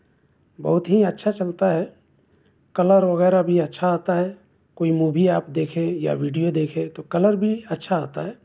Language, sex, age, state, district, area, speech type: Urdu, male, 30-45, Bihar, East Champaran, rural, spontaneous